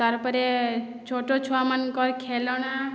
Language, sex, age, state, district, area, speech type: Odia, female, 30-45, Odisha, Boudh, rural, spontaneous